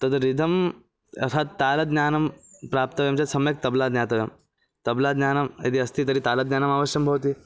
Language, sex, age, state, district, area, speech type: Sanskrit, male, 18-30, Maharashtra, Thane, urban, spontaneous